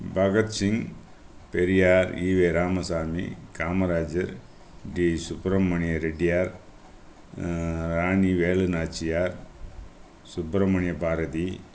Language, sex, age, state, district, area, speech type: Tamil, male, 60+, Tamil Nadu, Viluppuram, rural, spontaneous